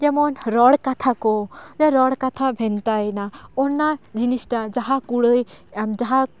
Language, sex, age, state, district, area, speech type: Santali, female, 18-30, West Bengal, Bankura, rural, spontaneous